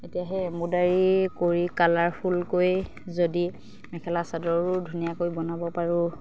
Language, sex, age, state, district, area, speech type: Assamese, female, 30-45, Assam, Charaideo, rural, spontaneous